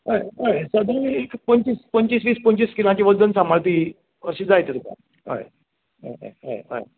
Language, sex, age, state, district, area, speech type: Goan Konkani, male, 60+, Goa, Canacona, rural, conversation